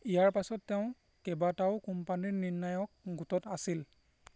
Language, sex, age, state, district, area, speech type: Assamese, male, 18-30, Assam, Golaghat, rural, read